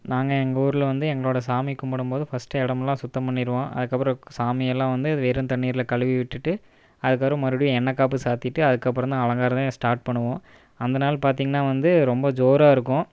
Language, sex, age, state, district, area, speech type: Tamil, male, 18-30, Tamil Nadu, Erode, rural, spontaneous